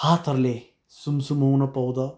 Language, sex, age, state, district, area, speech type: Nepali, male, 60+, West Bengal, Kalimpong, rural, spontaneous